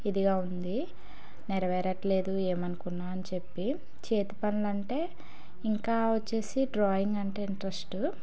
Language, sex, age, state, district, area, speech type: Telugu, female, 18-30, Telangana, Karimnagar, urban, spontaneous